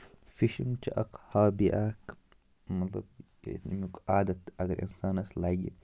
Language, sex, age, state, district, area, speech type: Kashmiri, male, 30-45, Jammu and Kashmir, Ganderbal, rural, spontaneous